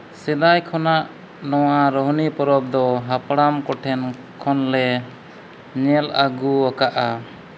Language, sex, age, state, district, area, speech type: Santali, male, 30-45, Jharkhand, East Singhbhum, rural, spontaneous